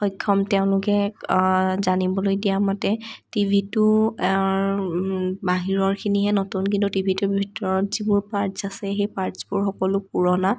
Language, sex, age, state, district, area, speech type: Assamese, female, 18-30, Assam, Sonitpur, rural, spontaneous